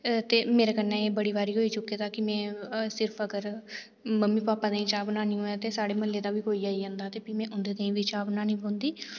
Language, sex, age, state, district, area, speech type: Dogri, female, 18-30, Jammu and Kashmir, Reasi, rural, spontaneous